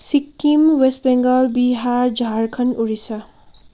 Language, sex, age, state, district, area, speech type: Nepali, female, 18-30, West Bengal, Kalimpong, rural, spontaneous